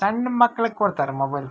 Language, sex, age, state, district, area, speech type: Kannada, male, 45-60, Karnataka, Bangalore Rural, rural, spontaneous